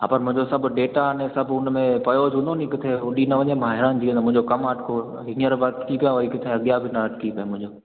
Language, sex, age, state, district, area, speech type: Sindhi, male, 18-30, Gujarat, Junagadh, urban, conversation